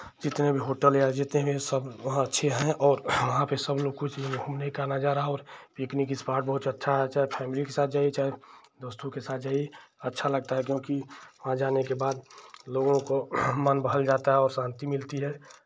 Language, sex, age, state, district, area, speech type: Hindi, male, 30-45, Uttar Pradesh, Chandauli, urban, spontaneous